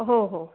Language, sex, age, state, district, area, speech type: Marathi, female, 18-30, Maharashtra, Akola, rural, conversation